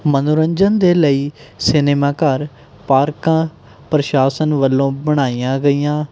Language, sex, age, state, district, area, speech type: Punjabi, male, 18-30, Punjab, Mohali, urban, spontaneous